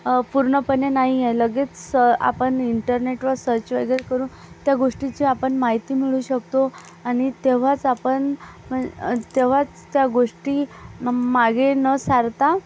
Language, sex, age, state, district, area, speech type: Marathi, female, 18-30, Maharashtra, Akola, rural, spontaneous